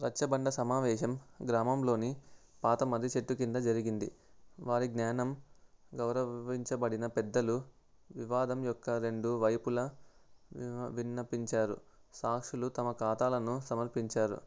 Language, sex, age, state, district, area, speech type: Telugu, male, 18-30, Andhra Pradesh, Nellore, rural, spontaneous